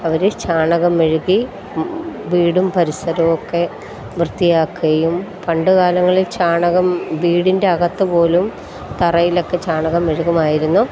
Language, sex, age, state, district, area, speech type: Malayalam, female, 45-60, Kerala, Kottayam, rural, spontaneous